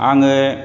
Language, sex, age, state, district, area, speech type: Bodo, male, 60+, Assam, Chirang, rural, spontaneous